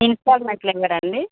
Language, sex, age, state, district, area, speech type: Telugu, female, 30-45, Telangana, Medak, urban, conversation